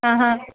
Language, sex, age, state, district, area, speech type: Malayalam, female, 18-30, Kerala, Pathanamthitta, urban, conversation